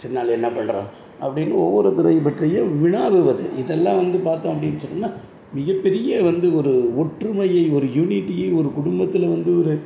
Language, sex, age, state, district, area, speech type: Tamil, male, 45-60, Tamil Nadu, Madurai, urban, spontaneous